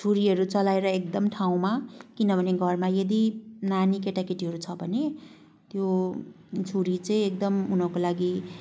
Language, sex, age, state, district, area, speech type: Nepali, female, 18-30, West Bengal, Kalimpong, rural, spontaneous